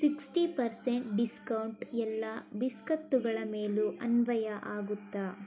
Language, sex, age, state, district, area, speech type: Kannada, female, 45-60, Karnataka, Chikkaballapur, rural, read